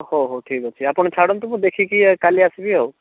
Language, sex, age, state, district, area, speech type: Odia, male, 45-60, Odisha, Bhadrak, rural, conversation